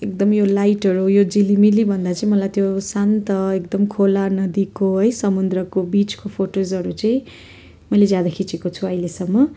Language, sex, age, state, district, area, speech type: Nepali, female, 30-45, West Bengal, Darjeeling, rural, spontaneous